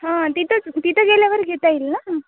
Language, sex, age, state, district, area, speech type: Marathi, female, 18-30, Maharashtra, Nanded, rural, conversation